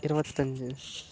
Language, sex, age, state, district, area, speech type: Tamil, male, 18-30, Tamil Nadu, Namakkal, rural, spontaneous